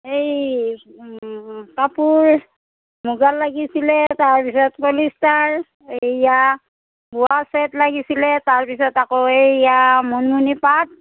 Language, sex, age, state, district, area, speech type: Assamese, female, 45-60, Assam, Darrang, rural, conversation